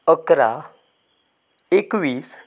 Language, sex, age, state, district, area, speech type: Goan Konkani, male, 45-60, Goa, Canacona, rural, spontaneous